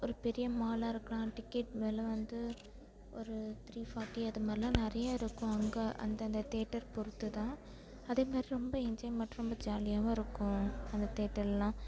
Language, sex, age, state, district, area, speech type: Tamil, female, 18-30, Tamil Nadu, Perambalur, rural, spontaneous